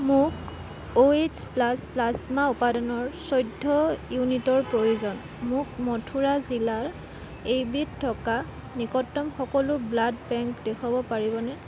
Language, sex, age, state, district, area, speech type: Assamese, female, 18-30, Assam, Kamrup Metropolitan, urban, read